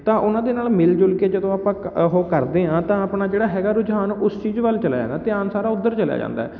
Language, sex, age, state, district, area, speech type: Punjabi, male, 18-30, Punjab, Patiala, rural, spontaneous